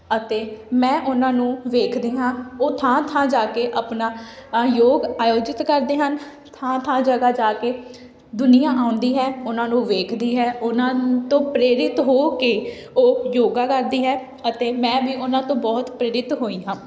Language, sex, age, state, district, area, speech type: Punjabi, female, 18-30, Punjab, Hoshiarpur, rural, spontaneous